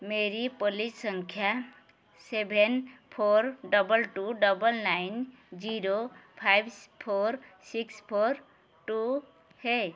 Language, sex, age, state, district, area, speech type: Hindi, female, 45-60, Madhya Pradesh, Chhindwara, rural, read